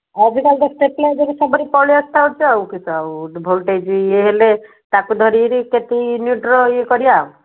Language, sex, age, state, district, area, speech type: Odia, female, 60+, Odisha, Gajapati, rural, conversation